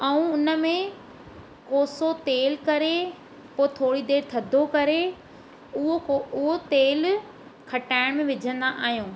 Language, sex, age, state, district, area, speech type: Sindhi, female, 18-30, Madhya Pradesh, Katni, urban, spontaneous